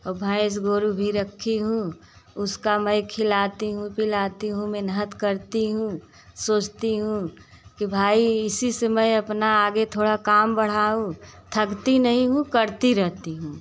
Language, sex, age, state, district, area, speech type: Hindi, female, 45-60, Uttar Pradesh, Prayagraj, urban, spontaneous